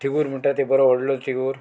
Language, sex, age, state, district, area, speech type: Goan Konkani, male, 45-60, Goa, Murmgao, rural, spontaneous